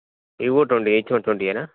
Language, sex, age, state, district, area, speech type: Telugu, male, 30-45, Telangana, Jangaon, rural, conversation